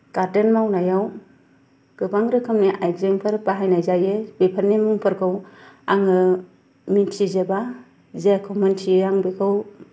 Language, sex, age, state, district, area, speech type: Bodo, female, 30-45, Assam, Kokrajhar, rural, spontaneous